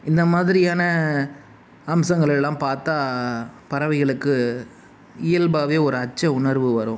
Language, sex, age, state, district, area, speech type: Tamil, male, 45-60, Tamil Nadu, Sivaganga, rural, spontaneous